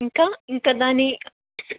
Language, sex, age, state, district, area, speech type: Telugu, female, 18-30, Andhra Pradesh, Krishna, urban, conversation